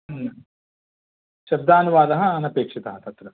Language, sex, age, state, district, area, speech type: Sanskrit, male, 30-45, Andhra Pradesh, Chittoor, urban, conversation